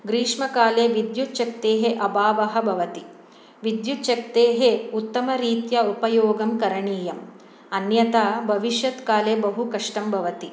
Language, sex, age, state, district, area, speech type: Sanskrit, female, 45-60, Karnataka, Shimoga, urban, spontaneous